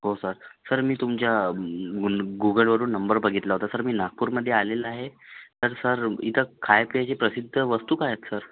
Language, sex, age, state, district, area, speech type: Marathi, other, 45-60, Maharashtra, Nagpur, rural, conversation